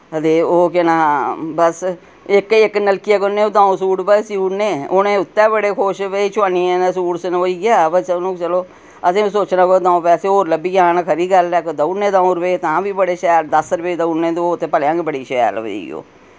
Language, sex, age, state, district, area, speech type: Dogri, female, 60+, Jammu and Kashmir, Reasi, urban, spontaneous